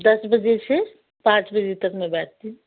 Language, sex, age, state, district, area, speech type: Hindi, female, 45-60, Madhya Pradesh, Jabalpur, urban, conversation